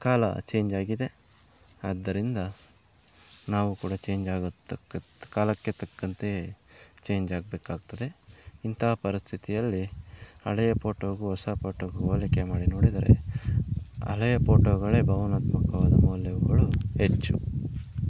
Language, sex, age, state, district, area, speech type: Kannada, male, 30-45, Karnataka, Kolar, rural, spontaneous